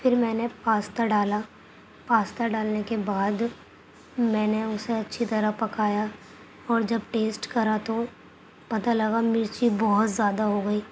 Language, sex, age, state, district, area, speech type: Urdu, female, 18-30, Uttar Pradesh, Gautam Buddha Nagar, urban, spontaneous